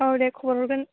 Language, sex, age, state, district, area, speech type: Bodo, female, 18-30, Assam, Chirang, urban, conversation